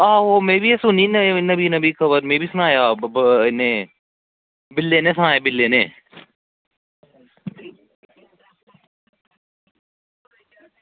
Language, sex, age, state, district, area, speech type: Dogri, male, 18-30, Jammu and Kashmir, Samba, rural, conversation